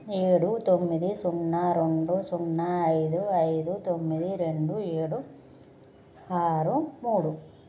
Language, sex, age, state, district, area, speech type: Telugu, female, 30-45, Telangana, Jagtial, rural, read